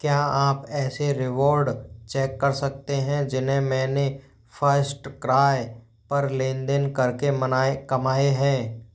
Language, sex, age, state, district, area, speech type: Hindi, male, 30-45, Rajasthan, Jodhpur, urban, read